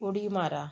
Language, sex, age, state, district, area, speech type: Marathi, female, 30-45, Maharashtra, Yavatmal, rural, read